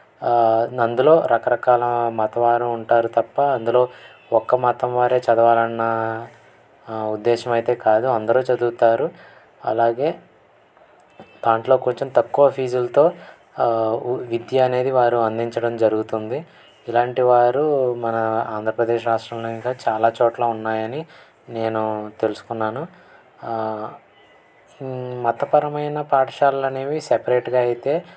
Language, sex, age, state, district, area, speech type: Telugu, male, 18-30, Andhra Pradesh, N T Rama Rao, urban, spontaneous